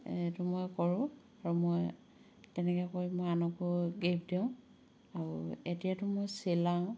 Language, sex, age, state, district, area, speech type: Assamese, female, 45-60, Assam, Dhemaji, rural, spontaneous